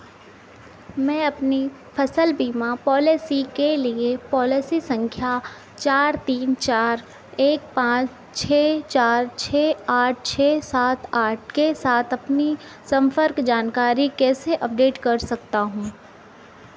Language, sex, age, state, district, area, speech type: Hindi, female, 45-60, Madhya Pradesh, Harda, urban, read